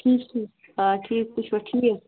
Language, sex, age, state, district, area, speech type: Kashmiri, female, 30-45, Jammu and Kashmir, Bandipora, rural, conversation